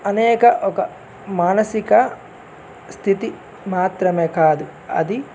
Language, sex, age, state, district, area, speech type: Telugu, male, 18-30, Telangana, Adilabad, urban, spontaneous